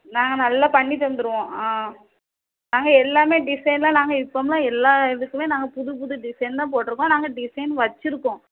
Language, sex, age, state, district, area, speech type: Tamil, female, 30-45, Tamil Nadu, Thoothukudi, urban, conversation